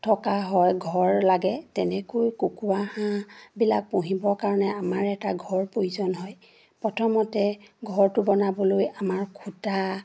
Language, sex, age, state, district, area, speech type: Assamese, female, 30-45, Assam, Charaideo, rural, spontaneous